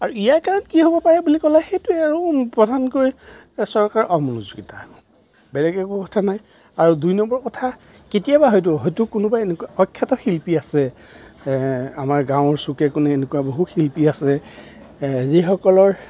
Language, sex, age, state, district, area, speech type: Assamese, male, 45-60, Assam, Darrang, rural, spontaneous